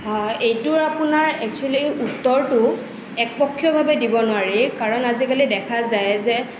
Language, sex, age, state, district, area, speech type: Assamese, female, 18-30, Assam, Nalbari, rural, spontaneous